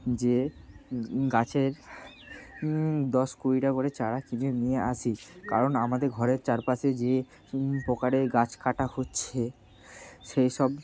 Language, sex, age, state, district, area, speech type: Bengali, male, 30-45, West Bengal, Bankura, urban, spontaneous